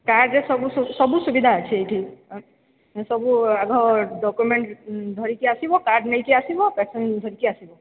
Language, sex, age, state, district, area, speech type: Odia, female, 30-45, Odisha, Sambalpur, rural, conversation